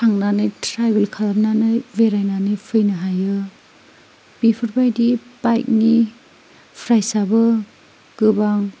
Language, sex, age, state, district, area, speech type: Bodo, female, 18-30, Assam, Chirang, rural, spontaneous